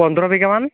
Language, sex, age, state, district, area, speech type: Assamese, male, 18-30, Assam, Barpeta, rural, conversation